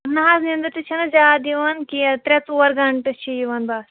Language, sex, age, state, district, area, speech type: Kashmiri, female, 30-45, Jammu and Kashmir, Shopian, urban, conversation